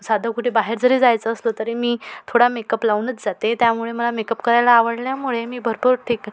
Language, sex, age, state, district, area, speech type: Marathi, female, 30-45, Maharashtra, Wardha, urban, spontaneous